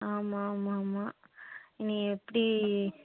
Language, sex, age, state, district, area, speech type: Tamil, female, 18-30, Tamil Nadu, Tiruppur, rural, conversation